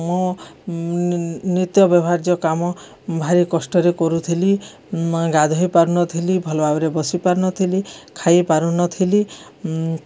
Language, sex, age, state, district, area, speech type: Odia, female, 45-60, Odisha, Subarnapur, urban, spontaneous